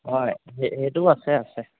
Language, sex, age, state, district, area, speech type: Assamese, male, 18-30, Assam, Sivasagar, rural, conversation